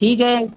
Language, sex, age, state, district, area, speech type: Marathi, male, 18-30, Maharashtra, Raigad, urban, conversation